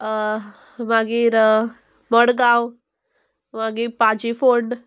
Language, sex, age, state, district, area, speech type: Goan Konkani, female, 18-30, Goa, Murmgao, rural, spontaneous